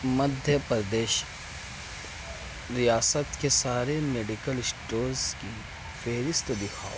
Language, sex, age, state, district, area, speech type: Urdu, male, 30-45, Maharashtra, Nashik, urban, read